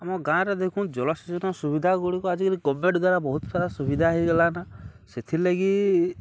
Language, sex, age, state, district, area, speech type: Odia, male, 30-45, Odisha, Balangir, urban, spontaneous